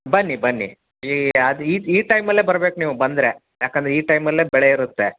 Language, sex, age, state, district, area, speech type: Kannada, male, 45-60, Karnataka, Davanagere, urban, conversation